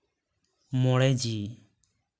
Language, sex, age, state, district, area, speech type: Santali, male, 18-30, West Bengal, Bankura, rural, spontaneous